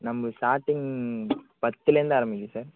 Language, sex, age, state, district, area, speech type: Tamil, male, 18-30, Tamil Nadu, Thanjavur, rural, conversation